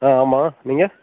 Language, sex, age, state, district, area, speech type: Tamil, male, 30-45, Tamil Nadu, Tiruchirappalli, rural, conversation